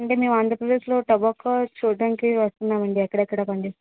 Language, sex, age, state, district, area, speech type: Telugu, female, 60+, Andhra Pradesh, Vizianagaram, rural, conversation